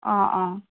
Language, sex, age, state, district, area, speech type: Assamese, female, 30-45, Assam, Dhemaji, rural, conversation